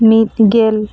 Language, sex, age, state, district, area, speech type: Santali, female, 18-30, West Bengal, Bankura, rural, spontaneous